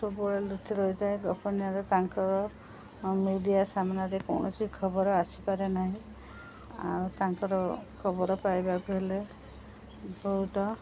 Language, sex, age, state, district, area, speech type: Odia, female, 45-60, Odisha, Sundergarh, rural, spontaneous